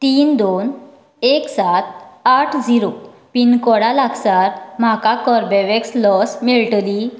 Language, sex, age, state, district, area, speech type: Goan Konkani, female, 18-30, Goa, Canacona, rural, read